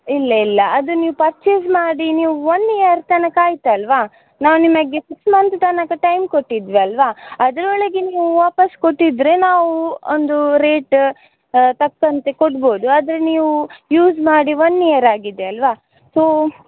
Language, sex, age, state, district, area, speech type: Kannada, female, 18-30, Karnataka, Dakshina Kannada, rural, conversation